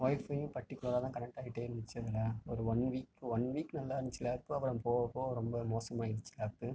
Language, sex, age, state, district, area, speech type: Tamil, male, 30-45, Tamil Nadu, Tiruvarur, urban, spontaneous